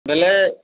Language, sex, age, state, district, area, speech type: Odia, male, 45-60, Odisha, Bargarh, urban, conversation